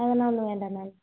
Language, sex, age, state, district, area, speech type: Tamil, female, 30-45, Tamil Nadu, Tiruvarur, rural, conversation